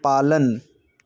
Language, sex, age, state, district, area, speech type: Hindi, male, 30-45, Uttar Pradesh, Bhadohi, urban, read